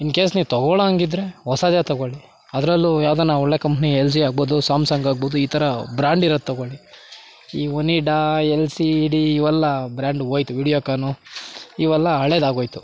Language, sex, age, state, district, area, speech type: Kannada, male, 60+, Karnataka, Kolar, rural, spontaneous